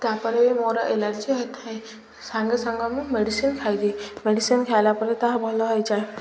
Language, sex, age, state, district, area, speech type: Odia, female, 18-30, Odisha, Subarnapur, urban, spontaneous